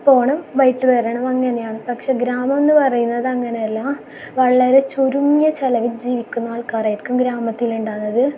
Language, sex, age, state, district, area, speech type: Malayalam, female, 18-30, Kerala, Kasaragod, rural, spontaneous